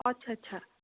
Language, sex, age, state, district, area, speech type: Assamese, female, 18-30, Assam, Dibrugarh, rural, conversation